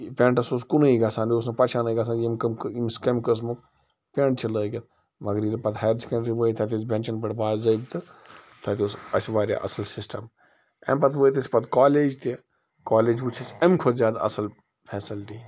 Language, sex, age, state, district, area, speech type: Kashmiri, male, 45-60, Jammu and Kashmir, Bandipora, rural, spontaneous